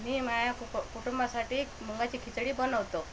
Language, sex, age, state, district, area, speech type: Marathi, female, 45-60, Maharashtra, Washim, rural, spontaneous